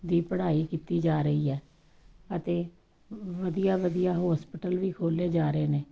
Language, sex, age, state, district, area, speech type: Punjabi, female, 45-60, Punjab, Kapurthala, urban, spontaneous